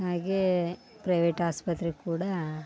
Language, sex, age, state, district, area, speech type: Kannada, female, 18-30, Karnataka, Vijayanagara, rural, spontaneous